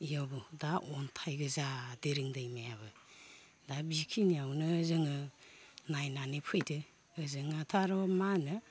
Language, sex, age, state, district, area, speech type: Bodo, female, 45-60, Assam, Baksa, rural, spontaneous